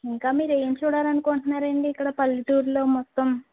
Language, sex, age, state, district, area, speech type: Telugu, female, 30-45, Andhra Pradesh, West Godavari, rural, conversation